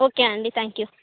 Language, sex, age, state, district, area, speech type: Telugu, female, 60+, Andhra Pradesh, Srikakulam, urban, conversation